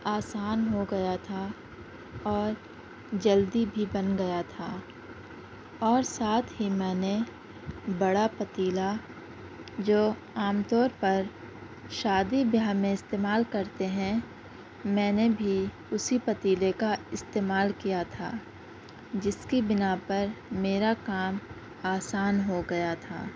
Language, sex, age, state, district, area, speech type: Urdu, female, 18-30, Uttar Pradesh, Gautam Buddha Nagar, urban, spontaneous